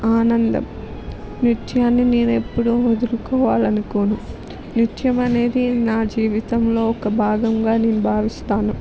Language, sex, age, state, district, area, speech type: Telugu, female, 18-30, Telangana, Peddapalli, rural, spontaneous